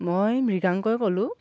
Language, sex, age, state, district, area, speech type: Assamese, male, 18-30, Assam, Dhemaji, rural, spontaneous